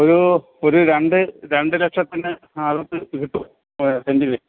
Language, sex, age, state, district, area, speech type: Malayalam, male, 45-60, Kerala, Alappuzha, rural, conversation